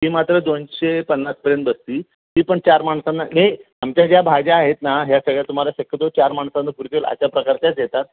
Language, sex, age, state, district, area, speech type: Marathi, male, 60+, Maharashtra, Sangli, rural, conversation